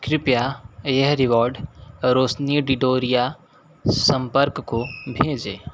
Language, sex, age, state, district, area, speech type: Hindi, male, 45-60, Uttar Pradesh, Sonbhadra, rural, read